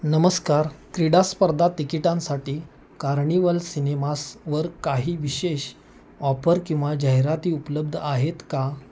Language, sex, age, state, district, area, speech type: Marathi, male, 30-45, Maharashtra, Kolhapur, urban, read